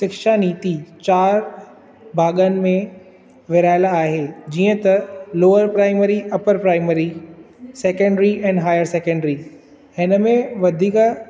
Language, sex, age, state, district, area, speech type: Sindhi, male, 18-30, Maharashtra, Thane, urban, spontaneous